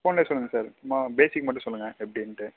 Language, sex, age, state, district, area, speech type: Tamil, male, 18-30, Tamil Nadu, Kallakurichi, urban, conversation